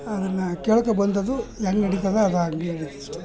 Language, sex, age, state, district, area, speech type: Kannada, male, 60+, Karnataka, Mysore, urban, spontaneous